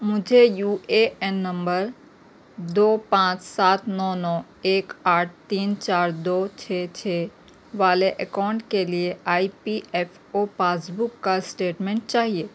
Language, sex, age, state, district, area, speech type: Urdu, female, 30-45, Telangana, Hyderabad, urban, read